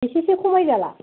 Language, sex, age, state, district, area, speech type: Bodo, female, 18-30, Assam, Kokrajhar, rural, conversation